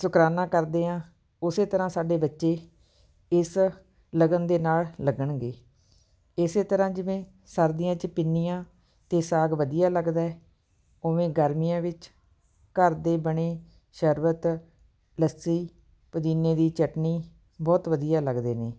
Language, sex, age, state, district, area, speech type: Punjabi, female, 45-60, Punjab, Fatehgarh Sahib, urban, spontaneous